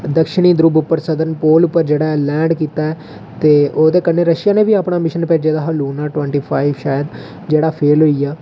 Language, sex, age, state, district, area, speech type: Dogri, male, 18-30, Jammu and Kashmir, Reasi, rural, spontaneous